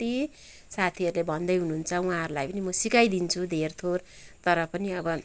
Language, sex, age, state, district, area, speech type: Nepali, female, 45-60, West Bengal, Kalimpong, rural, spontaneous